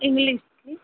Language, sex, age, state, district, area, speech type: Hindi, female, 30-45, Uttar Pradesh, Mau, rural, conversation